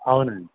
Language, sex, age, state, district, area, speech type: Telugu, male, 30-45, Telangana, Mancherial, rural, conversation